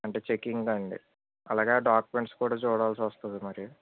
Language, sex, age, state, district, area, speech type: Telugu, male, 18-30, Andhra Pradesh, Eluru, rural, conversation